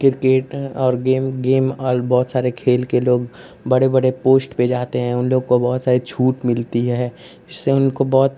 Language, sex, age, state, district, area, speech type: Hindi, male, 18-30, Uttar Pradesh, Ghazipur, urban, spontaneous